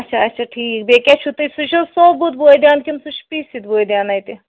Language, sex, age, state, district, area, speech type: Kashmiri, female, 30-45, Jammu and Kashmir, Ganderbal, rural, conversation